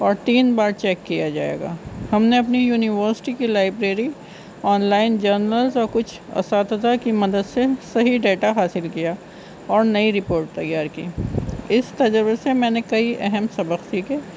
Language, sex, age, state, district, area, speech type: Urdu, female, 45-60, Uttar Pradesh, Rampur, urban, spontaneous